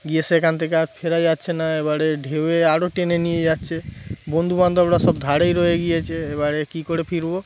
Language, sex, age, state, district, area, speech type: Bengali, male, 30-45, West Bengal, Darjeeling, urban, spontaneous